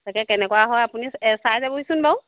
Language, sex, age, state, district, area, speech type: Assamese, female, 30-45, Assam, Jorhat, urban, conversation